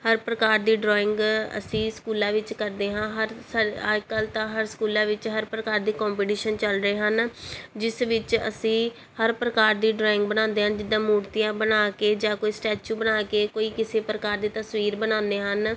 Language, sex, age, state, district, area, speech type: Punjabi, female, 18-30, Punjab, Pathankot, urban, spontaneous